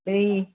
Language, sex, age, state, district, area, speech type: Bodo, female, 45-60, Assam, Chirang, rural, conversation